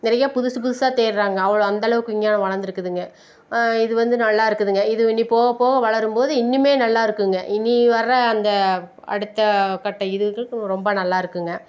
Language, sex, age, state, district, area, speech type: Tamil, female, 45-60, Tamil Nadu, Tiruppur, rural, spontaneous